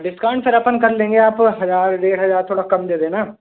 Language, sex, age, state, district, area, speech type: Hindi, male, 18-30, Madhya Pradesh, Hoshangabad, urban, conversation